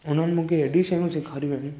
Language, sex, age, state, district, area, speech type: Sindhi, male, 18-30, Maharashtra, Thane, urban, spontaneous